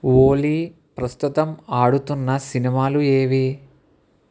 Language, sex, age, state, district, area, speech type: Telugu, male, 18-30, Andhra Pradesh, Kakinada, rural, read